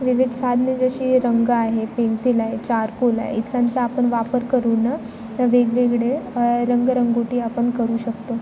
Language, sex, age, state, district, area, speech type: Marathi, female, 18-30, Maharashtra, Bhandara, rural, spontaneous